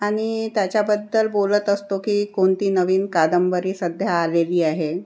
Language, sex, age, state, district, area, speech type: Marathi, female, 60+, Maharashtra, Nagpur, urban, spontaneous